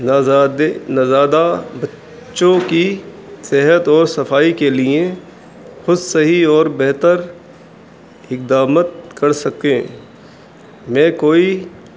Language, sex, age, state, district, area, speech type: Urdu, male, 18-30, Uttar Pradesh, Rampur, urban, spontaneous